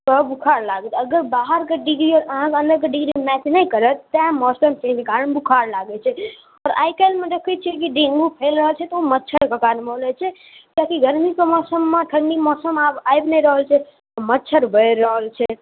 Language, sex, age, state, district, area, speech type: Maithili, male, 18-30, Bihar, Muzaffarpur, urban, conversation